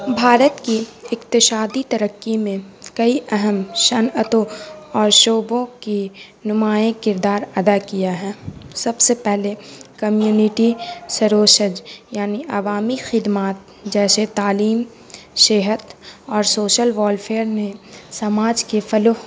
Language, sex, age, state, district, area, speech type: Urdu, female, 18-30, Bihar, Gaya, urban, spontaneous